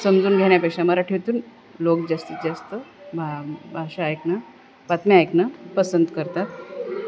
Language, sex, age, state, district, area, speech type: Marathi, female, 45-60, Maharashtra, Nanded, rural, spontaneous